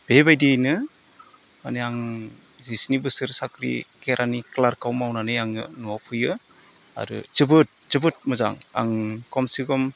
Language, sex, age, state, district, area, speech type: Bodo, male, 45-60, Assam, Udalguri, rural, spontaneous